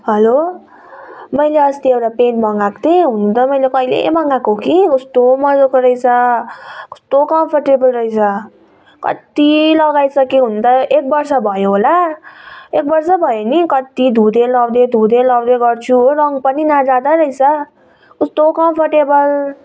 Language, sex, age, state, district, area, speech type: Nepali, female, 30-45, West Bengal, Darjeeling, rural, spontaneous